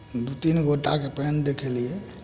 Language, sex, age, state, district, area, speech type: Maithili, male, 30-45, Bihar, Samastipur, rural, spontaneous